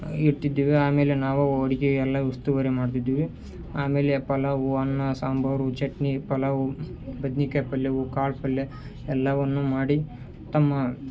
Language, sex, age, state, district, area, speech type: Kannada, male, 18-30, Karnataka, Koppal, rural, spontaneous